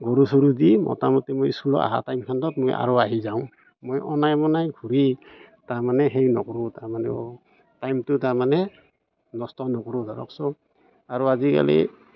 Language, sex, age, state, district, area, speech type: Assamese, male, 45-60, Assam, Barpeta, rural, spontaneous